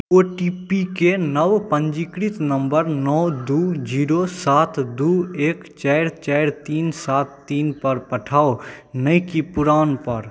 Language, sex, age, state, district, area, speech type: Maithili, male, 18-30, Bihar, Saharsa, rural, read